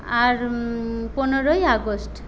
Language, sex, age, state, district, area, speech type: Bengali, female, 18-30, West Bengal, Paschim Medinipur, rural, spontaneous